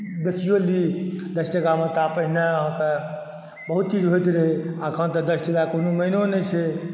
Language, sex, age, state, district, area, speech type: Maithili, male, 45-60, Bihar, Saharsa, rural, spontaneous